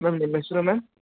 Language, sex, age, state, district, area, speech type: Kannada, male, 18-30, Karnataka, Bangalore Urban, urban, conversation